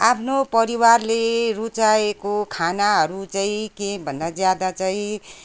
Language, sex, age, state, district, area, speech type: Nepali, female, 60+, West Bengal, Kalimpong, rural, spontaneous